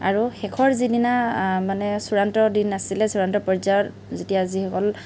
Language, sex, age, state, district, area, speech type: Assamese, female, 30-45, Assam, Kamrup Metropolitan, urban, spontaneous